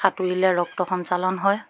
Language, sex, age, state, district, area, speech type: Assamese, female, 30-45, Assam, Lakhimpur, rural, spontaneous